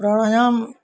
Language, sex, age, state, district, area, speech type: Hindi, male, 60+, Uttar Pradesh, Azamgarh, urban, spontaneous